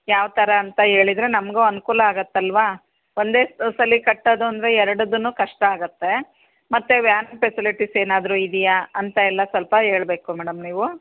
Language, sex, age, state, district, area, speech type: Kannada, female, 45-60, Karnataka, Bangalore Urban, urban, conversation